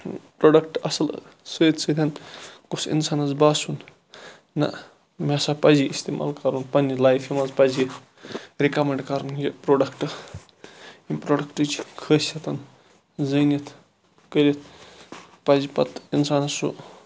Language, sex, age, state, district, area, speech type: Kashmiri, male, 45-60, Jammu and Kashmir, Bandipora, rural, spontaneous